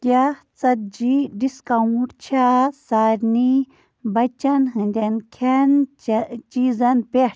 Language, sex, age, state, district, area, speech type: Kashmiri, female, 60+, Jammu and Kashmir, Budgam, rural, read